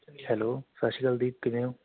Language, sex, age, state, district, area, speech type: Punjabi, male, 18-30, Punjab, Mohali, urban, conversation